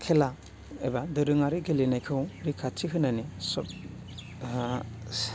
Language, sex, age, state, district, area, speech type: Bodo, male, 18-30, Assam, Baksa, rural, spontaneous